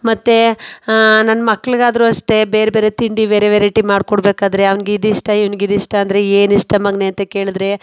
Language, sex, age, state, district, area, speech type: Kannada, female, 30-45, Karnataka, Mandya, rural, spontaneous